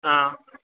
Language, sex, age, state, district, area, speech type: Tamil, male, 18-30, Tamil Nadu, Tiruvannamalai, urban, conversation